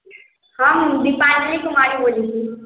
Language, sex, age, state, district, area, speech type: Maithili, female, 30-45, Bihar, Sitamarhi, rural, conversation